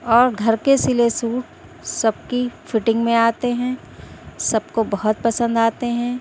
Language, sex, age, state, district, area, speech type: Urdu, female, 30-45, Uttar Pradesh, Shahjahanpur, urban, spontaneous